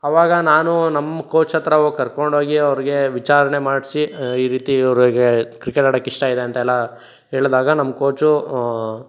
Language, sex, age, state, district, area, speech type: Kannada, male, 18-30, Karnataka, Chikkaballapur, rural, spontaneous